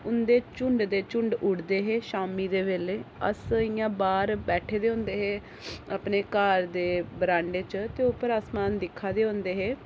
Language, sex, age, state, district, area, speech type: Dogri, female, 30-45, Jammu and Kashmir, Jammu, urban, spontaneous